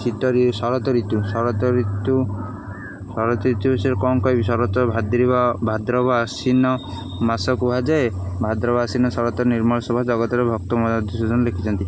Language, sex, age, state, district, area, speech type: Odia, male, 18-30, Odisha, Jagatsinghpur, rural, spontaneous